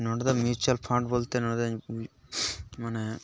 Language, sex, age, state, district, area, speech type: Santali, male, 18-30, West Bengal, Purulia, rural, spontaneous